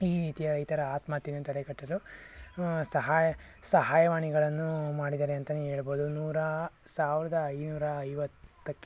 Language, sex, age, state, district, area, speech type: Kannada, male, 18-30, Karnataka, Chikkaballapur, urban, spontaneous